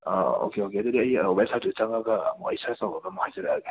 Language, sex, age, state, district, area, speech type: Manipuri, male, 18-30, Manipur, Imphal West, urban, conversation